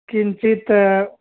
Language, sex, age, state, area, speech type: Sanskrit, male, 18-30, Uttar Pradesh, rural, conversation